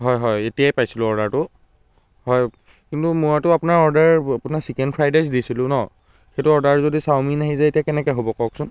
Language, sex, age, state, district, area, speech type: Assamese, male, 30-45, Assam, Biswanath, rural, spontaneous